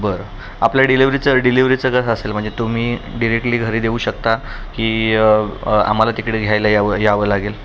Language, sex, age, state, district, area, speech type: Marathi, male, 30-45, Maharashtra, Pune, urban, spontaneous